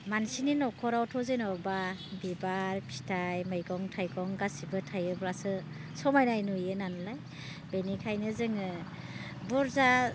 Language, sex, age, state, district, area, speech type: Bodo, female, 45-60, Assam, Baksa, rural, spontaneous